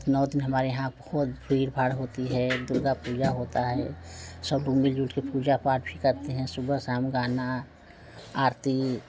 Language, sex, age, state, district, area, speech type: Hindi, female, 45-60, Uttar Pradesh, Prayagraj, rural, spontaneous